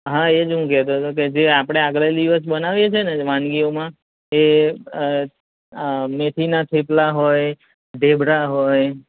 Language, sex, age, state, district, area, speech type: Gujarati, male, 30-45, Gujarat, Anand, rural, conversation